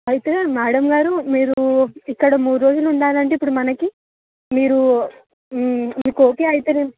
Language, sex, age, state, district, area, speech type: Telugu, female, 18-30, Telangana, Hyderabad, urban, conversation